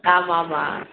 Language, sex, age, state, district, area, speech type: Tamil, female, 60+, Tamil Nadu, Virudhunagar, rural, conversation